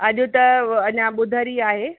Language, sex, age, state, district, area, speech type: Sindhi, female, 30-45, Uttar Pradesh, Lucknow, urban, conversation